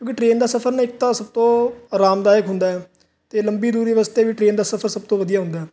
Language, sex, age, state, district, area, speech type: Punjabi, male, 18-30, Punjab, Fazilka, urban, spontaneous